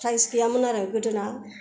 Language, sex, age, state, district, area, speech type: Bodo, female, 60+, Assam, Kokrajhar, rural, spontaneous